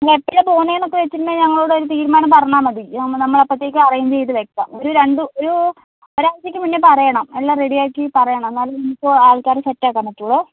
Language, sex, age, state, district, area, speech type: Malayalam, female, 45-60, Kerala, Wayanad, rural, conversation